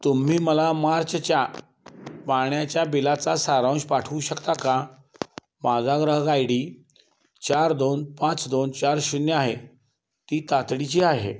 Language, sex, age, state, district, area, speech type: Marathi, male, 60+, Maharashtra, Kolhapur, urban, read